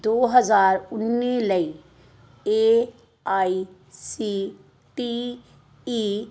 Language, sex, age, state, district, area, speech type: Punjabi, female, 45-60, Punjab, Amritsar, urban, read